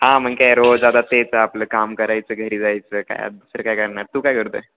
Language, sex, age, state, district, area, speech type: Marathi, male, 18-30, Maharashtra, Ahmednagar, urban, conversation